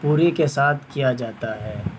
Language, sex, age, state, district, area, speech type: Urdu, male, 18-30, Bihar, Purnia, rural, read